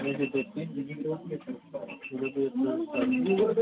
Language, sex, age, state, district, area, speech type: Punjabi, male, 18-30, Punjab, Hoshiarpur, urban, conversation